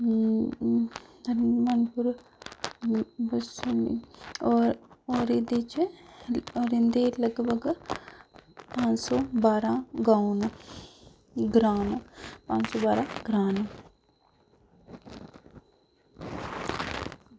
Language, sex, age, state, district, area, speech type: Dogri, female, 18-30, Jammu and Kashmir, Kathua, rural, spontaneous